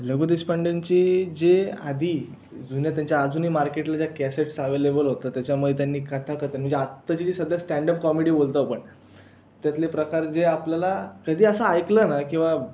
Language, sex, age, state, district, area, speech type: Marathi, male, 18-30, Maharashtra, Raigad, rural, spontaneous